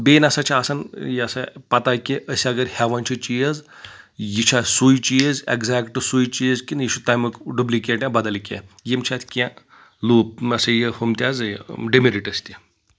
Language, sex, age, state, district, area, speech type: Kashmiri, male, 18-30, Jammu and Kashmir, Anantnag, rural, spontaneous